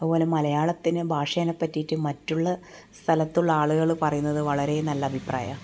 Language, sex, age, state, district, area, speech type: Malayalam, female, 30-45, Kerala, Kannur, rural, spontaneous